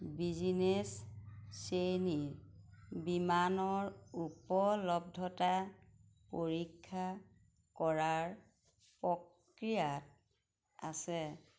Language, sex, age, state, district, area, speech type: Assamese, female, 45-60, Assam, Majuli, rural, read